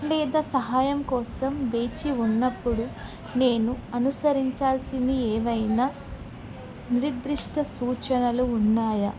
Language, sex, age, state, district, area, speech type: Telugu, female, 18-30, Telangana, Kamareddy, urban, spontaneous